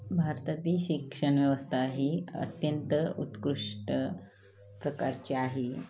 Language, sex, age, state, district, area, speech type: Marathi, female, 30-45, Maharashtra, Hingoli, urban, spontaneous